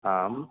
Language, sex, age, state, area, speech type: Sanskrit, male, 30-45, Uttar Pradesh, urban, conversation